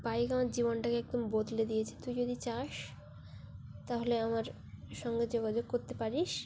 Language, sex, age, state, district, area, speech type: Bengali, female, 30-45, West Bengal, Dakshin Dinajpur, urban, spontaneous